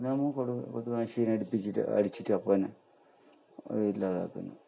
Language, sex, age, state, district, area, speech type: Malayalam, male, 60+, Kerala, Kasaragod, rural, spontaneous